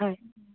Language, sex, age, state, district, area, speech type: Assamese, female, 18-30, Assam, Dibrugarh, rural, conversation